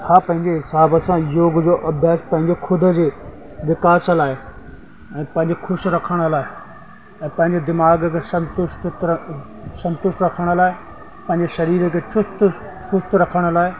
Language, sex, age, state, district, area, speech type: Sindhi, male, 30-45, Rajasthan, Ajmer, urban, spontaneous